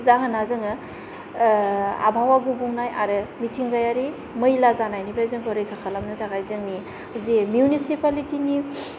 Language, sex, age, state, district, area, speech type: Bodo, female, 45-60, Assam, Kokrajhar, urban, spontaneous